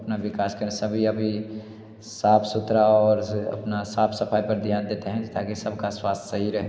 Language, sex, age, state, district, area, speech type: Hindi, male, 30-45, Bihar, Darbhanga, rural, spontaneous